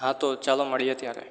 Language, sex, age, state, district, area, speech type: Gujarati, male, 18-30, Gujarat, Surat, rural, spontaneous